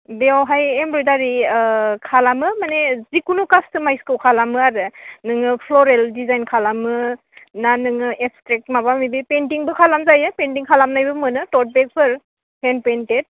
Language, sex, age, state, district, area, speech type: Bodo, female, 18-30, Assam, Udalguri, urban, conversation